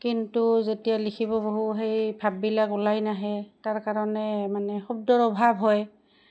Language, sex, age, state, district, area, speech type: Assamese, female, 45-60, Assam, Goalpara, rural, spontaneous